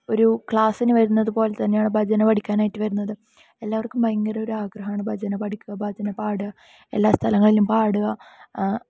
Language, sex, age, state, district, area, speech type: Malayalam, female, 18-30, Kerala, Kasaragod, rural, spontaneous